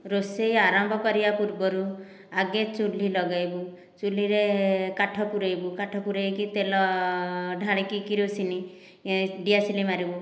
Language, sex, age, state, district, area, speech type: Odia, female, 60+, Odisha, Dhenkanal, rural, spontaneous